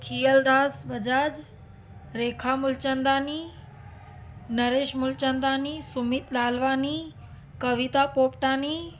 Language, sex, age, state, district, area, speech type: Sindhi, female, 30-45, Gujarat, Surat, urban, spontaneous